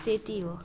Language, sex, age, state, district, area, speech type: Nepali, female, 18-30, West Bengal, Darjeeling, rural, spontaneous